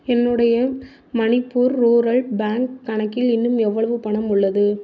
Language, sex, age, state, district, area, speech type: Tamil, female, 18-30, Tamil Nadu, Tiruvarur, urban, read